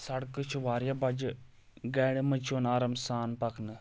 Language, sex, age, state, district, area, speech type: Kashmiri, male, 18-30, Jammu and Kashmir, Kulgam, rural, spontaneous